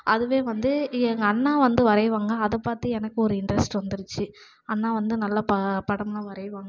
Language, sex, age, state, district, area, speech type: Tamil, female, 18-30, Tamil Nadu, Namakkal, urban, spontaneous